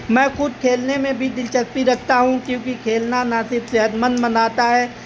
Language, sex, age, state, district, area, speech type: Urdu, male, 18-30, Uttar Pradesh, Azamgarh, rural, spontaneous